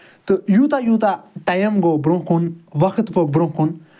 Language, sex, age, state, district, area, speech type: Kashmiri, male, 45-60, Jammu and Kashmir, Srinagar, rural, spontaneous